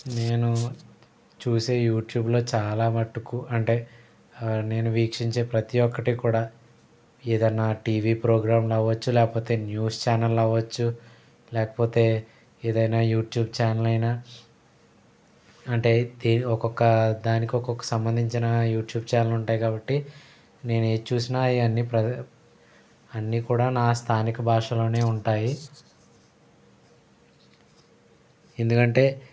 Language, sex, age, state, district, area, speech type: Telugu, male, 30-45, Andhra Pradesh, Eluru, rural, spontaneous